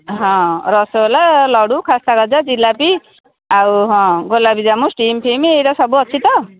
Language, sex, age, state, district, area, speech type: Odia, female, 60+, Odisha, Jharsuguda, rural, conversation